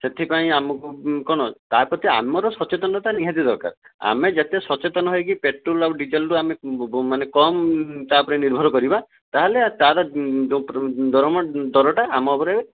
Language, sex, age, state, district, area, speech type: Odia, male, 18-30, Odisha, Jajpur, rural, conversation